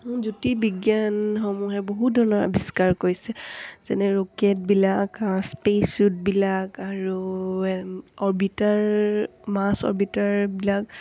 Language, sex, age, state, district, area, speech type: Assamese, female, 18-30, Assam, Dibrugarh, rural, spontaneous